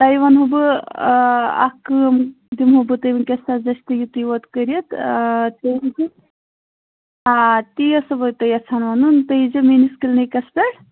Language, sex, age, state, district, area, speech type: Kashmiri, female, 30-45, Jammu and Kashmir, Pulwama, rural, conversation